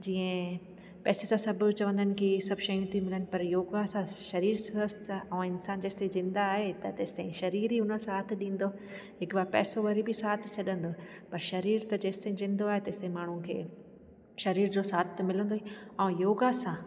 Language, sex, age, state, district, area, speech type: Sindhi, female, 30-45, Rajasthan, Ajmer, urban, spontaneous